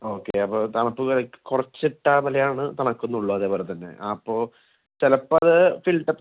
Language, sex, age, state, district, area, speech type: Malayalam, male, 18-30, Kerala, Thrissur, urban, conversation